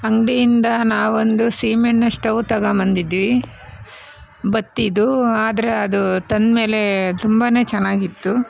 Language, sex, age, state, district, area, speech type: Kannada, female, 45-60, Karnataka, Chitradurga, rural, spontaneous